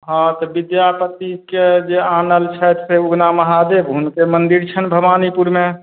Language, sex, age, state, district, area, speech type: Maithili, male, 45-60, Bihar, Madhubani, rural, conversation